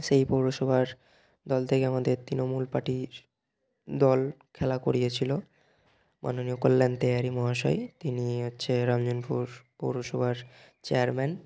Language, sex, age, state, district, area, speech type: Bengali, male, 30-45, West Bengal, Bankura, urban, spontaneous